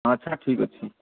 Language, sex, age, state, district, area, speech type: Odia, male, 60+, Odisha, Khordha, rural, conversation